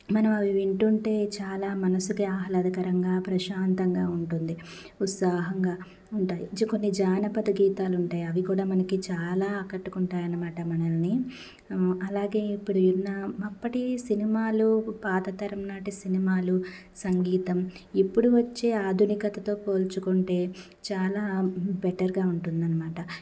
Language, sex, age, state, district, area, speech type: Telugu, female, 30-45, Andhra Pradesh, Palnadu, rural, spontaneous